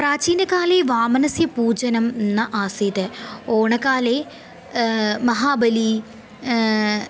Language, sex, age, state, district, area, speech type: Sanskrit, female, 18-30, Kerala, Palakkad, rural, spontaneous